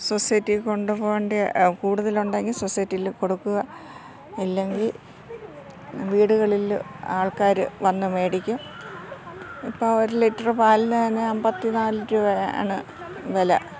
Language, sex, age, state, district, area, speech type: Malayalam, female, 60+, Kerala, Thiruvananthapuram, urban, spontaneous